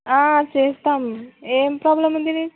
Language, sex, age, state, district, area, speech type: Telugu, female, 18-30, Telangana, Vikarabad, urban, conversation